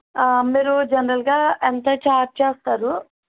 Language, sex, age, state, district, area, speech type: Telugu, female, 30-45, Andhra Pradesh, East Godavari, rural, conversation